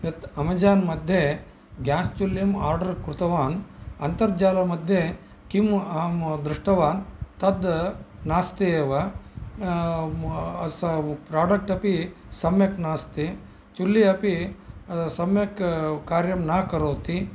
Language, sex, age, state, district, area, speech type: Sanskrit, male, 60+, Karnataka, Bellary, urban, spontaneous